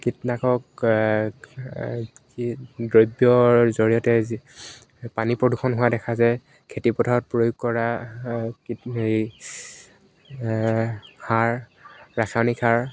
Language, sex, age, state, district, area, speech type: Assamese, male, 18-30, Assam, Dibrugarh, urban, spontaneous